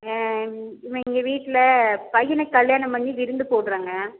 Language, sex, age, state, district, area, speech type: Tamil, female, 45-60, Tamil Nadu, Erode, rural, conversation